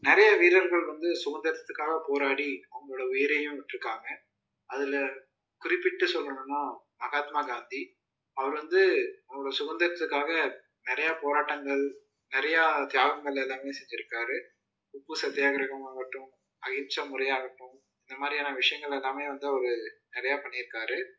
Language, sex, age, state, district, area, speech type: Tamil, male, 30-45, Tamil Nadu, Tiruppur, rural, spontaneous